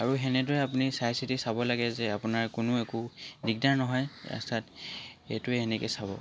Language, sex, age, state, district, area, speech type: Assamese, male, 18-30, Assam, Charaideo, urban, spontaneous